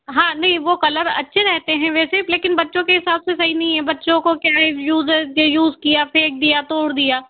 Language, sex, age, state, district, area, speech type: Hindi, female, 18-30, Madhya Pradesh, Indore, urban, conversation